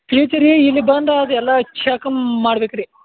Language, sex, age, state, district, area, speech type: Kannada, male, 45-60, Karnataka, Belgaum, rural, conversation